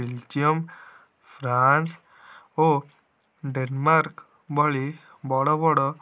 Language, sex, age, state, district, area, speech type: Odia, male, 18-30, Odisha, Cuttack, urban, spontaneous